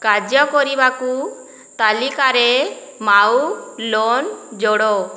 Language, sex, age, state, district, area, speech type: Odia, female, 45-60, Odisha, Boudh, rural, read